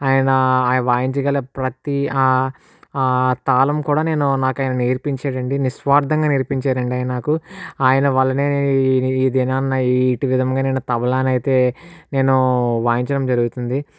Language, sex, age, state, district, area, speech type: Telugu, male, 60+, Andhra Pradesh, Kakinada, urban, spontaneous